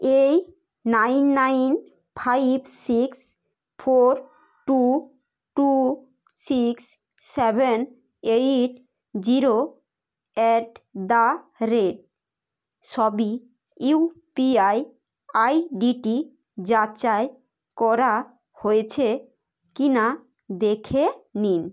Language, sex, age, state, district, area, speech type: Bengali, female, 30-45, West Bengal, Hooghly, urban, read